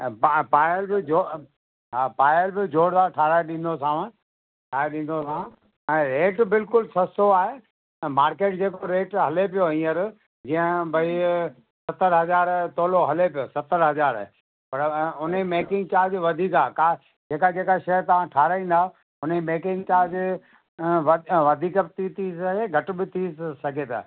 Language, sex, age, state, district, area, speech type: Sindhi, male, 45-60, Gujarat, Kutch, urban, conversation